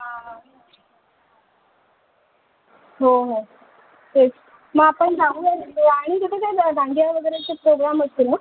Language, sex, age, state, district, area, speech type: Marathi, female, 18-30, Maharashtra, Solapur, urban, conversation